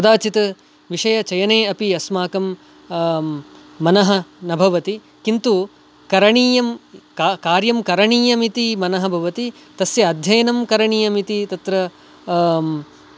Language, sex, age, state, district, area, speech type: Sanskrit, male, 18-30, Karnataka, Dakshina Kannada, urban, spontaneous